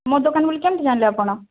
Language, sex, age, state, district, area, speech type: Odia, female, 30-45, Odisha, Kandhamal, rural, conversation